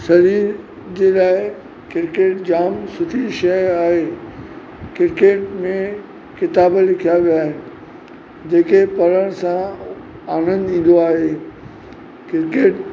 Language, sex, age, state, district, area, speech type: Sindhi, male, 45-60, Maharashtra, Mumbai Suburban, urban, spontaneous